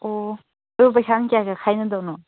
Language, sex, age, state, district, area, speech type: Manipuri, female, 30-45, Manipur, Chandel, rural, conversation